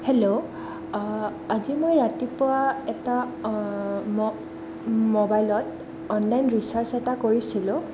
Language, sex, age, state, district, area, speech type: Assamese, female, 18-30, Assam, Goalpara, urban, spontaneous